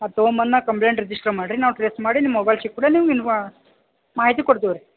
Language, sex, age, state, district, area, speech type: Kannada, male, 30-45, Karnataka, Belgaum, urban, conversation